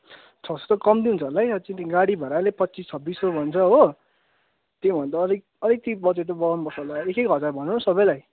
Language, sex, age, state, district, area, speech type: Nepali, male, 18-30, West Bengal, Kalimpong, rural, conversation